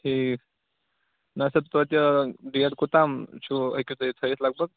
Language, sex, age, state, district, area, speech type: Kashmiri, male, 18-30, Jammu and Kashmir, Shopian, rural, conversation